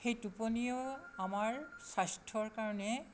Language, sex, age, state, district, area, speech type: Assamese, female, 60+, Assam, Charaideo, urban, spontaneous